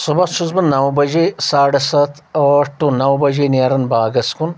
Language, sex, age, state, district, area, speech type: Kashmiri, male, 60+, Jammu and Kashmir, Anantnag, rural, spontaneous